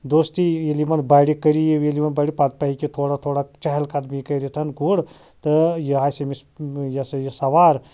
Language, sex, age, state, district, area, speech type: Kashmiri, male, 30-45, Jammu and Kashmir, Anantnag, rural, spontaneous